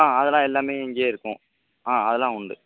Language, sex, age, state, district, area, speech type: Tamil, male, 18-30, Tamil Nadu, Virudhunagar, urban, conversation